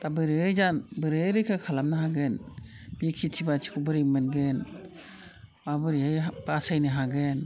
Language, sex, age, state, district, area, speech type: Bodo, female, 60+, Assam, Udalguri, rural, spontaneous